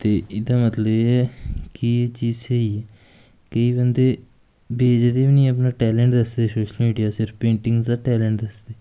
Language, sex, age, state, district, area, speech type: Dogri, male, 18-30, Jammu and Kashmir, Kathua, rural, spontaneous